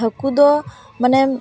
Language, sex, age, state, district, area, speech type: Santali, female, 18-30, West Bengal, Purba Bardhaman, rural, spontaneous